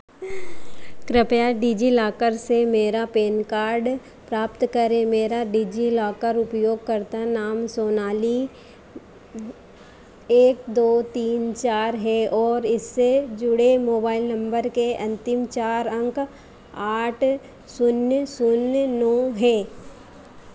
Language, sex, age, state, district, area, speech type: Hindi, female, 45-60, Madhya Pradesh, Harda, urban, read